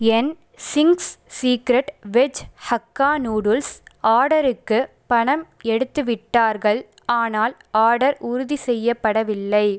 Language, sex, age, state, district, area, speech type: Tamil, female, 18-30, Tamil Nadu, Pudukkottai, rural, read